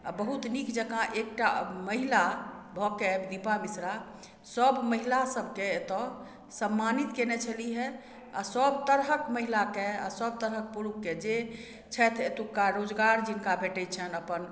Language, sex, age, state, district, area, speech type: Maithili, female, 45-60, Bihar, Madhubani, rural, spontaneous